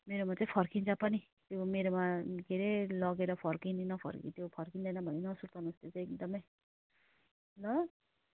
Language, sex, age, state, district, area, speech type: Nepali, female, 30-45, West Bengal, Kalimpong, rural, conversation